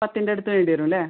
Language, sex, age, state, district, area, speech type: Malayalam, female, 30-45, Kerala, Thrissur, urban, conversation